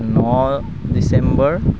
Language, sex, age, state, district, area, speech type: Assamese, male, 30-45, Assam, Sivasagar, rural, spontaneous